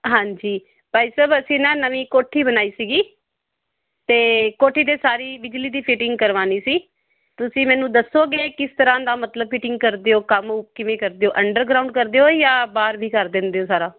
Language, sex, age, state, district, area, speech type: Punjabi, female, 45-60, Punjab, Fazilka, rural, conversation